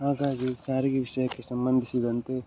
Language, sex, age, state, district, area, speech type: Kannada, male, 18-30, Karnataka, Dakshina Kannada, urban, spontaneous